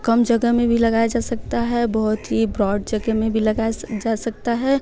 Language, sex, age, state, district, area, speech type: Hindi, female, 18-30, Uttar Pradesh, Varanasi, rural, spontaneous